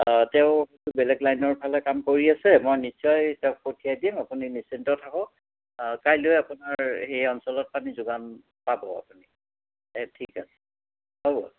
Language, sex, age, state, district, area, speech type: Assamese, male, 60+, Assam, Udalguri, rural, conversation